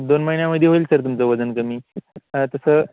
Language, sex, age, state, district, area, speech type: Marathi, male, 18-30, Maharashtra, Hingoli, urban, conversation